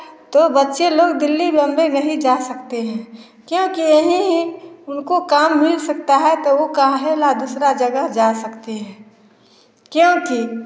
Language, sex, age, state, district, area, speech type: Hindi, female, 60+, Bihar, Samastipur, urban, spontaneous